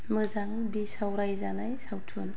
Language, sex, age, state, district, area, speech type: Bodo, female, 45-60, Assam, Kokrajhar, rural, read